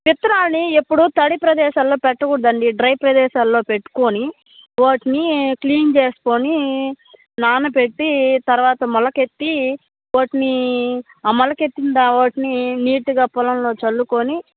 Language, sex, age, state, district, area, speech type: Telugu, female, 30-45, Andhra Pradesh, Nellore, rural, conversation